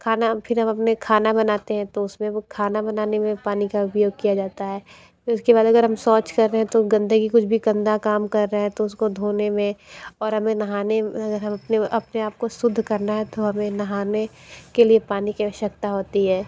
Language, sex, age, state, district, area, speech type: Hindi, female, 18-30, Uttar Pradesh, Sonbhadra, rural, spontaneous